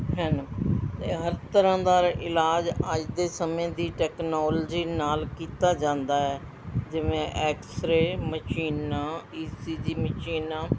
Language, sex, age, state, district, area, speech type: Punjabi, female, 60+, Punjab, Mohali, urban, spontaneous